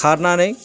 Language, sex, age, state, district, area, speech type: Bodo, male, 60+, Assam, Kokrajhar, rural, spontaneous